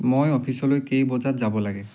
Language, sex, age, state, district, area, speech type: Assamese, male, 30-45, Assam, Dibrugarh, rural, read